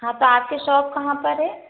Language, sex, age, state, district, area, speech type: Hindi, female, 18-30, Madhya Pradesh, Hoshangabad, rural, conversation